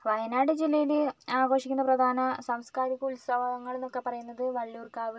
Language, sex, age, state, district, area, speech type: Malayalam, female, 45-60, Kerala, Wayanad, rural, spontaneous